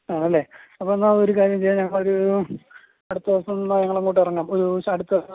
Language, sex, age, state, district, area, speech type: Malayalam, male, 30-45, Kerala, Ernakulam, rural, conversation